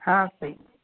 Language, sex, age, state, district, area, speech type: Hindi, female, 45-60, Madhya Pradesh, Ujjain, rural, conversation